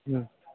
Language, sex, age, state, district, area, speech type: Hindi, male, 30-45, Bihar, Darbhanga, rural, conversation